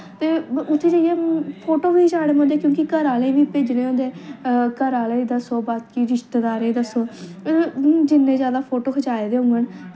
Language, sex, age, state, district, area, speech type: Dogri, female, 18-30, Jammu and Kashmir, Jammu, rural, spontaneous